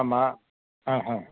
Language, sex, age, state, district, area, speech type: Tamil, male, 60+, Tamil Nadu, Nilgiris, rural, conversation